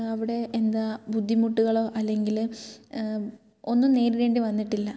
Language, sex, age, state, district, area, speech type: Malayalam, female, 18-30, Kerala, Kottayam, urban, spontaneous